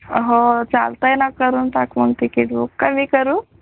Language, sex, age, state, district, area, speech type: Marathi, female, 18-30, Maharashtra, Buldhana, rural, conversation